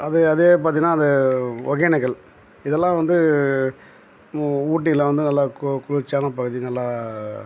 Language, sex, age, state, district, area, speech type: Tamil, male, 60+, Tamil Nadu, Tiruvannamalai, rural, spontaneous